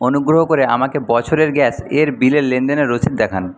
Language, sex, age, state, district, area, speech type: Bengali, male, 60+, West Bengal, Paschim Medinipur, rural, read